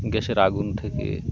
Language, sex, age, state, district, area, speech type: Bengali, male, 30-45, West Bengal, Birbhum, urban, spontaneous